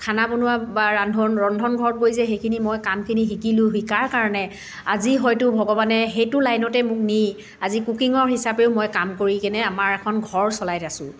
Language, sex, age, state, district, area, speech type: Assamese, female, 45-60, Assam, Dibrugarh, rural, spontaneous